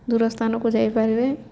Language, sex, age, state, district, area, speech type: Odia, female, 18-30, Odisha, Subarnapur, urban, spontaneous